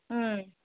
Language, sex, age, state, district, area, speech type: Assamese, female, 30-45, Assam, Nagaon, rural, conversation